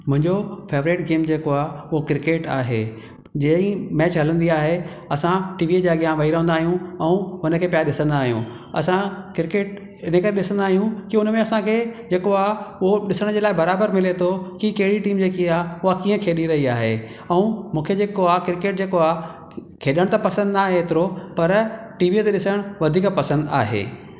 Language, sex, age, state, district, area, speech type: Sindhi, male, 45-60, Maharashtra, Thane, urban, spontaneous